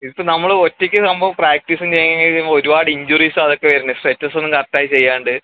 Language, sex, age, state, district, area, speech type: Malayalam, male, 30-45, Kerala, Palakkad, urban, conversation